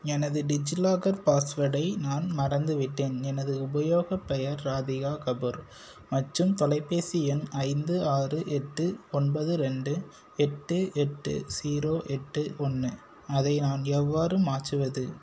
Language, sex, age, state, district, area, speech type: Tamil, male, 18-30, Tamil Nadu, Tirunelveli, rural, read